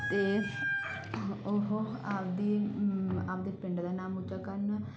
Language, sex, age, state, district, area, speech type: Punjabi, female, 18-30, Punjab, Bathinda, rural, spontaneous